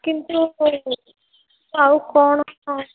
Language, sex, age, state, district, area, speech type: Odia, female, 18-30, Odisha, Bhadrak, rural, conversation